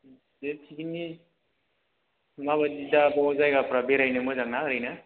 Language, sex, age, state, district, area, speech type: Bodo, male, 45-60, Assam, Chirang, rural, conversation